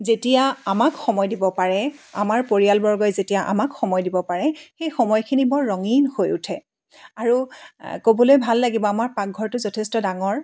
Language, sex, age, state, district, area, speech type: Assamese, female, 45-60, Assam, Dibrugarh, rural, spontaneous